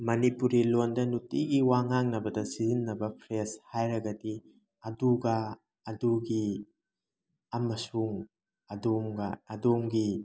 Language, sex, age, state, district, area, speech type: Manipuri, male, 30-45, Manipur, Thoubal, rural, spontaneous